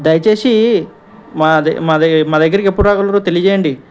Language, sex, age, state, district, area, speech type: Telugu, male, 45-60, Telangana, Ranga Reddy, urban, spontaneous